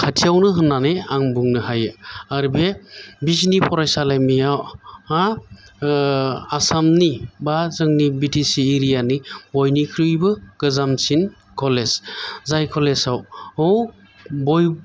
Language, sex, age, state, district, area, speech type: Bodo, male, 45-60, Assam, Chirang, urban, spontaneous